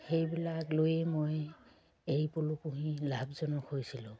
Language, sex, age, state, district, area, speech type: Assamese, female, 60+, Assam, Dibrugarh, rural, spontaneous